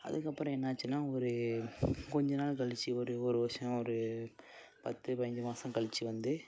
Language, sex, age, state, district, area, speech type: Tamil, male, 18-30, Tamil Nadu, Mayiladuthurai, urban, spontaneous